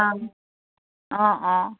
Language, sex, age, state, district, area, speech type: Assamese, female, 30-45, Assam, Charaideo, rural, conversation